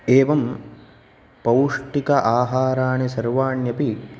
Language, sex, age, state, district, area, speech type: Sanskrit, male, 18-30, Karnataka, Uttara Kannada, rural, spontaneous